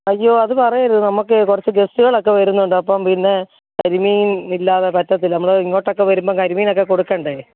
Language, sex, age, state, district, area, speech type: Malayalam, female, 30-45, Kerala, Alappuzha, rural, conversation